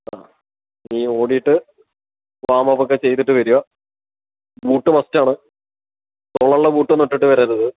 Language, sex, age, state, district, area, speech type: Malayalam, male, 18-30, Kerala, Palakkad, rural, conversation